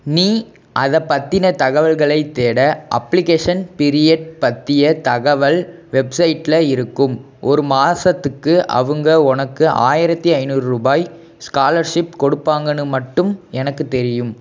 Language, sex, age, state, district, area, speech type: Tamil, male, 18-30, Tamil Nadu, Madurai, rural, read